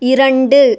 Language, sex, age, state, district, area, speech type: Tamil, female, 18-30, Tamil Nadu, Nilgiris, urban, read